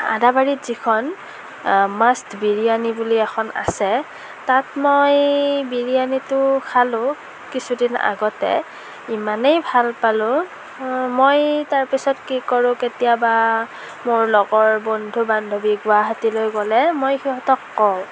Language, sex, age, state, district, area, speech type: Assamese, female, 45-60, Assam, Morigaon, urban, spontaneous